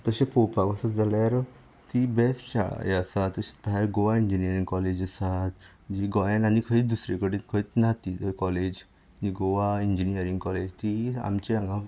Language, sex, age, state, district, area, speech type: Goan Konkani, male, 18-30, Goa, Ponda, rural, spontaneous